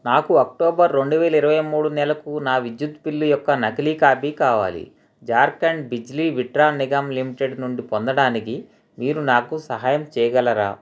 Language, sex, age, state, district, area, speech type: Telugu, male, 30-45, Andhra Pradesh, Krishna, urban, read